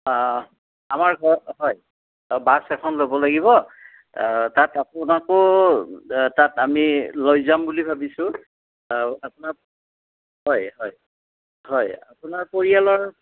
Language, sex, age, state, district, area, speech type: Assamese, male, 60+, Assam, Udalguri, rural, conversation